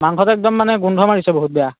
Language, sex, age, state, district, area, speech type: Assamese, male, 18-30, Assam, Majuli, urban, conversation